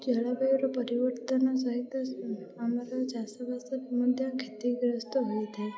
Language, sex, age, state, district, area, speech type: Odia, female, 45-60, Odisha, Puri, urban, spontaneous